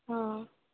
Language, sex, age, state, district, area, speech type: Assamese, female, 18-30, Assam, Kamrup Metropolitan, urban, conversation